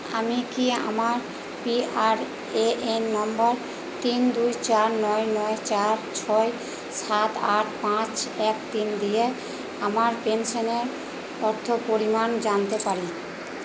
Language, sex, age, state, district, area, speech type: Bengali, female, 30-45, West Bengal, Purba Bardhaman, urban, read